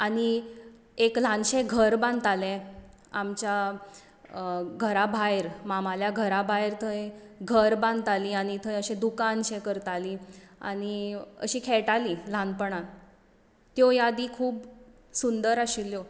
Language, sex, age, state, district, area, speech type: Goan Konkani, female, 30-45, Goa, Tiswadi, rural, spontaneous